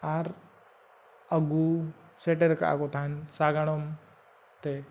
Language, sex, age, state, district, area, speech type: Santali, male, 18-30, Jharkhand, East Singhbhum, rural, spontaneous